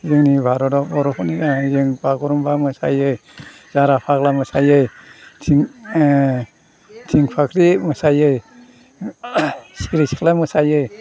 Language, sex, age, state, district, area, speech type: Bodo, male, 60+, Assam, Chirang, rural, spontaneous